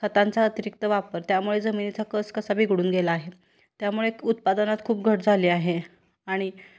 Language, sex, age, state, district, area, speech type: Marathi, female, 30-45, Maharashtra, Kolhapur, urban, spontaneous